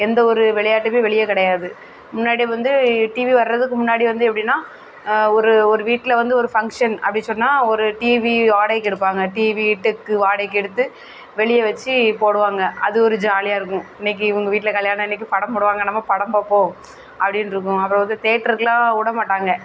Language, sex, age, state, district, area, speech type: Tamil, female, 30-45, Tamil Nadu, Thoothukudi, urban, spontaneous